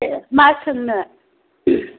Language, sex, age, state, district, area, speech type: Bodo, female, 45-60, Assam, Kokrajhar, rural, conversation